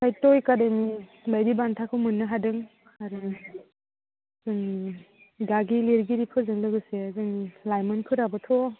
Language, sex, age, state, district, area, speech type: Bodo, female, 18-30, Assam, Baksa, rural, conversation